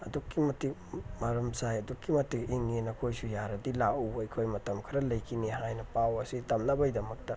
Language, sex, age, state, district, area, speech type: Manipuri, male, 30-45, Manipur, Tengnoupal, rural, spontaneous